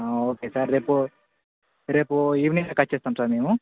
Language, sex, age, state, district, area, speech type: Telugu, male, 18-30, Telangana, Bhadradri Kothagudem, urban, conversation